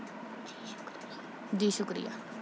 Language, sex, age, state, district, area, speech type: Urdu, female, 18-30, Uttar Pradesh, Shahjahanpur, rural, spontaneous